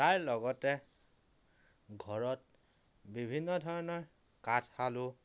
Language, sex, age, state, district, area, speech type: Assamese, male, 30-45, Assam, Dhemaji, rural, spontaneous